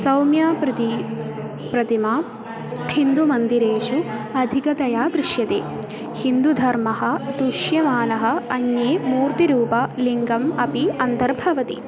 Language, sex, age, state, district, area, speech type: Sanskrit, female, 18-30, Kerala, Thrissur, urban, spontaneous